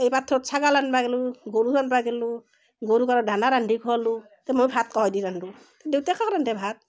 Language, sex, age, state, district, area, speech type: Assamese, female, 45-60, Assam, Barpeta, rural, spontaneous